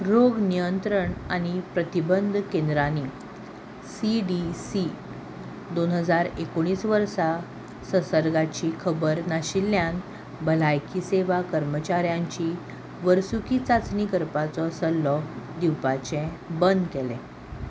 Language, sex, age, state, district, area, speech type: Goan Konkani, female, 18-30, Goa, Salcete, urban, read